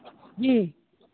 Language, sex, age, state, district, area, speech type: Hindi, female, 60+, Uttar Pradesh, Lucknow, rural, conversation